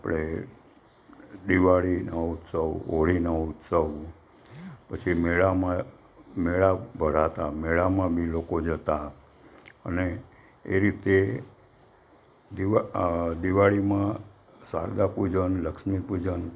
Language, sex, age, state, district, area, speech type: Gujarati, male, 60+, Gujarat, Valsad, rural, spontaneous